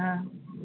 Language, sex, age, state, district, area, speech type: Manipuri, female, 60+, Manipur, Kangpokpi, urban, conversation